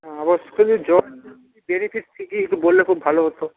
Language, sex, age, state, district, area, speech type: Bengali, male, 30-45, West Bengal, Jalpaiguri, rural, conversation